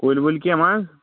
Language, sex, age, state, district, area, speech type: Kashmiri, male, 18-30, Jammu and Kashmir, Anantnag, rural, conversation